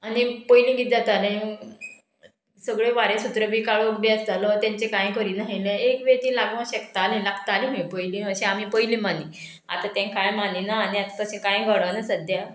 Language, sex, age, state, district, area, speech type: Goan Konkani, female, 45-60, Goa, Murmgao, rural, spontaneous